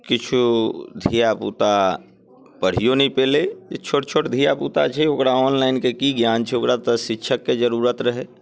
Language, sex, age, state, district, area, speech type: Maithili, male, 30-45, Bihar, Muzaffarpur, urban, spontaneous